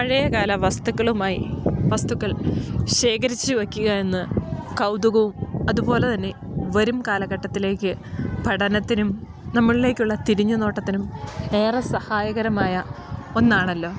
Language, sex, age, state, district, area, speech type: Malayalam, female, 30-45, Kerala, Idukki, rural, spontaneous